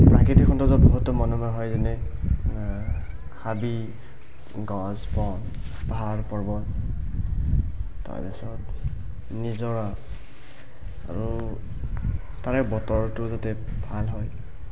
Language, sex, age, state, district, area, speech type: Assamese, male, 18-30, Assam, Barpeta, rural, spontaneous